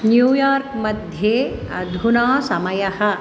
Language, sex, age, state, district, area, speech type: Sanskrit, female, 45-60, Tamil Nadu, Chennai, urban, read